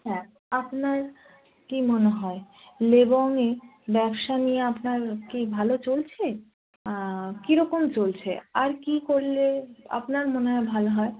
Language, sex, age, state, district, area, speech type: Bengali, female, 18-30, West Bengal, Darjeeling, rural, conversation